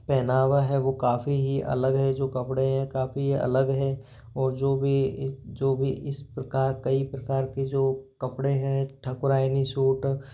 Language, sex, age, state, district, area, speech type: Hindi, male, 30-45, Rajasthan, Jodhpur, urban, spontaneous